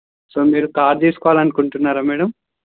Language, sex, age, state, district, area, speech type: Telugu, male, 30-45, Andhra Pradesh, N T Rama Rao, rural, conversation